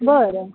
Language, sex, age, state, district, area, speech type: Marathi, female, 45-60, Maharashtra, Thane, rural, conversation